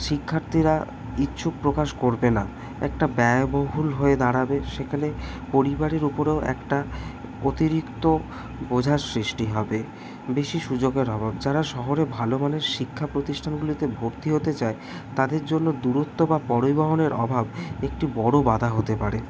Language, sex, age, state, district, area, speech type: Bengali, male, 18-30, West Bengal, Kolkata, urban, spontaneous